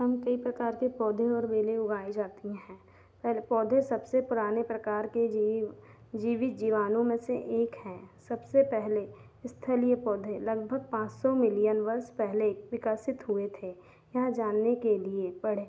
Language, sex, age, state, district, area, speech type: Hindi, female, 18-30, Madhya Pradesh, Chhindwara, urban, spontaneous